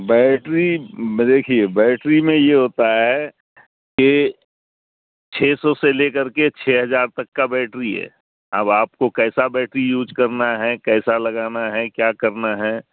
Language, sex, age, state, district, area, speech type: Urdu, male, 60+, Bihar, Supaul, rural, conversation